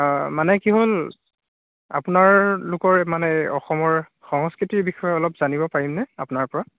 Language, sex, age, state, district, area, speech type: Assamese, male, 18-30, Assam, Charaideo, rural, conversation